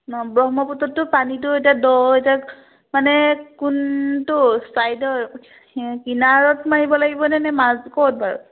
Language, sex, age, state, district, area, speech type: Assamese, female, 18-30, Assam, Dhemaji, rural, conversation